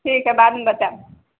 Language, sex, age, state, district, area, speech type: Maithili, female, 18-30, Bihar, Samastipur, urban, conversation